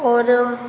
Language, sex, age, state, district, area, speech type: Hindi, female, 18-30, Madhya Pradesh, Hoshangabad, rural, spontaneous